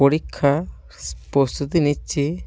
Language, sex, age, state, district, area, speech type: Bengali, male, 18-30, West Bengal, Cooch Behar, urban, spontaneous